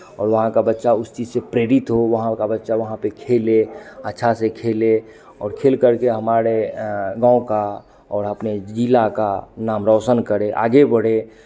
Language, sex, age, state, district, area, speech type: Hindi, male, 30-45, Bihar, Madhepura, rural, spontaneous